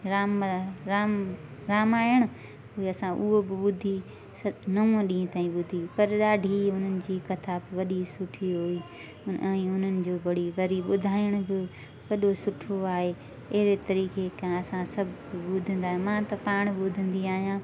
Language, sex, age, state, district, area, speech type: Sindhi, female, 30-45, Delhi, South Delhi, urban, spontaneous